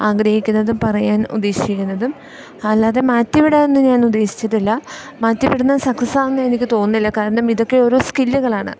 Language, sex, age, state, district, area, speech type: Malayalam, female, 18-30, Kerala, Idukki, rural, spontaneous